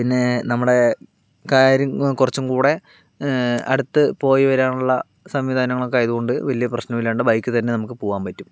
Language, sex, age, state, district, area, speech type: Malayalam, male, 18-30, Kerala, Palakkad, rural, spontaneous